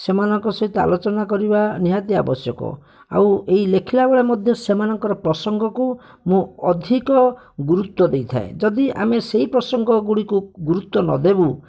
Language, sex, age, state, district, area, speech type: Odia, male, 45-60, Odisha, Bhadrak, rural, spontaneous